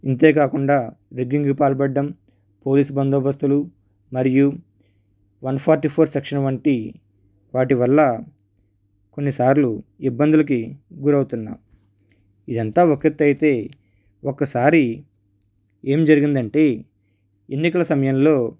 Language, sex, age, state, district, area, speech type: Telugu, male, 30-45, Andhra Pradesh, East Godavari, rural, spontaneous